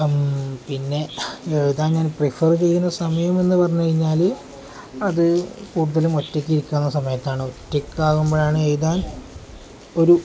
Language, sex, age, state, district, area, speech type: Malayalam, male, 18-30, Kerala, Kozhikode, rural, spontaneous